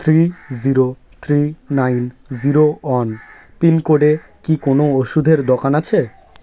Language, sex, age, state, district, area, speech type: Bengali, male, 18-30, West Bengal, South 24 Parganas, rural, read